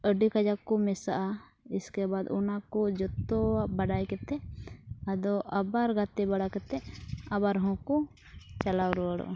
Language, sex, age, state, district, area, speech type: Santali, female, 18-30, Jharkhand, Pakur, rural, spontaneous